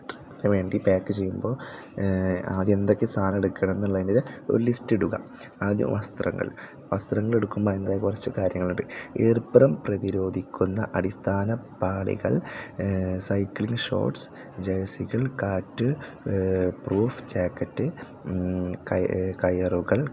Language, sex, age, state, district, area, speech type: Malayalam, male, 18-30, Kerala, Thrissur, rural, spontaneous